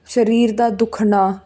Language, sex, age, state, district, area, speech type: Punjabi, female, 18-30, Punjab, Fazilka, rural, spontaneous